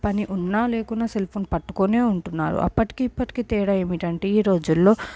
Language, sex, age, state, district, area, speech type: Telugu, female, 18-30, Telangana, Medchal, urban, spontaneous